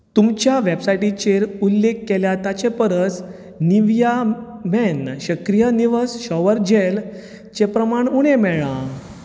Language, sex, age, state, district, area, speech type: Goan Konkani, male, 30-45, Goa, Bardez, rural, read